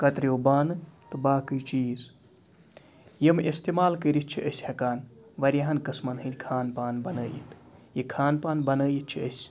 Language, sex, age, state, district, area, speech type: Kashmiri, male, 45-60, Jammu and Kashmir, Srinagar, urban, spontaneous